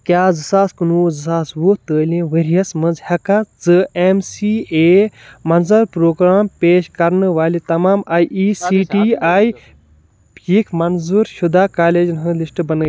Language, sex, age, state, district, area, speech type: Kashmiri, male, 18-30, Jammu and Kashmir, Baramulla, urban, read